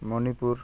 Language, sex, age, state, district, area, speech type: Santali, male, 18-30, West Bengal, Purulia, rural, spontaneous